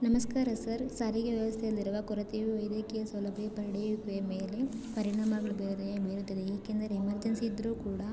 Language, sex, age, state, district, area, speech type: Kannada, female, 18-30, Karnataka, Chikkaballapur, rural, spontaneous